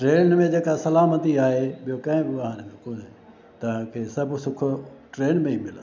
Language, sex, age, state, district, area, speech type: Sindhi, male, 60+, Gujarat, Junagadh, rural, spontaneous